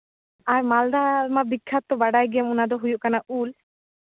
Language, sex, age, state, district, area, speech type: Santali, female, 18-30, West Bengal, Malda, rural, conversation